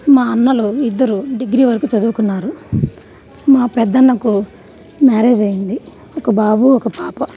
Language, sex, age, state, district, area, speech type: Telugu, female, 30-45, Andhra Pradesh, Nellore, rural, spontaneous